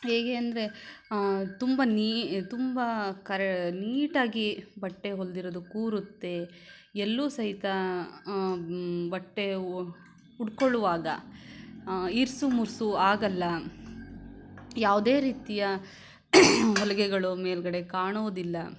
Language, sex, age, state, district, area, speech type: Kannada, female, 18-30, Karnataka, Shimoga, rural, spontaneous